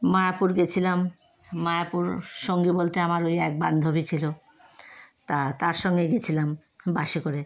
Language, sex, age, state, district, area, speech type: Bengali, female, 30-45, West Bengal, Howrah, urban, spontaneous